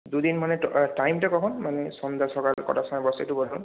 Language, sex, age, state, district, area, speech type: Bengali, male, 18-30, West Bengal, Hooghly, urban, conversation